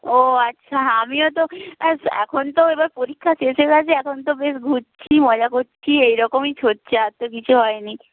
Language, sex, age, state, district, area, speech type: Bengali, female, 30-45, West Bengal, Nadia, rural, conversation